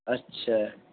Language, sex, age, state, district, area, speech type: Urdu, male, 18-30, Uttar Pradesh, Saharanpur, urban, conversation